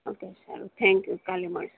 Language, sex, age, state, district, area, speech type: Gujarati, female, 60+, Gujarat, Ahmedabad, urban, conversation